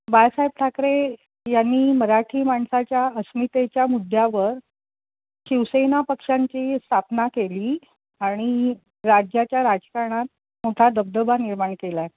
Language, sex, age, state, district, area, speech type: Marathi, female, 45-60, Maharashtra, Mumbai Suburban, urban, conversation